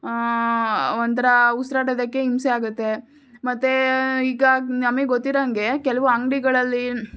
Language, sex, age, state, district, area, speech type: Kannada, female, 18-30, Karnataka, Tumkur, urban, spontaneous